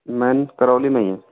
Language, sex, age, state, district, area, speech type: Hindi, male, 45-60, Rajasthan, Jaipur, urban, conversation